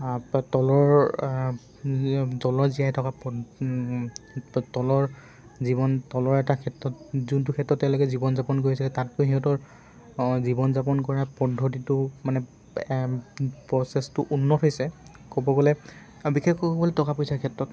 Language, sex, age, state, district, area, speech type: Assamese, male, 18-30, Assam, Dibrugarh, urban, spontaneous